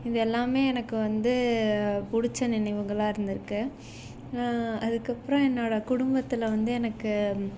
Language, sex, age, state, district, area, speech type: Tamil, female, 18-30, Tamil Nadu, Salem, urban, spontaneous